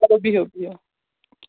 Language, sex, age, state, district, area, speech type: Kashmiri, female, 30-45, Jammu and Kashmir, Srinagar, urban, conversation